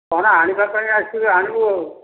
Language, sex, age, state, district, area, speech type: Odia, male, 60+, Odisha, Dhenkanal, rural, conversation